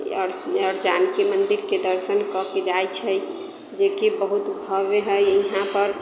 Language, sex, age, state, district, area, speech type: Maithili, female, 45-60, Bihar, Sitamarhi, rural, spontaneous